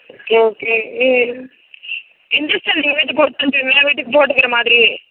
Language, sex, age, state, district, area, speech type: Tamil, female, 18-30, Tamil Nadu, Cuddalore, rural, conversation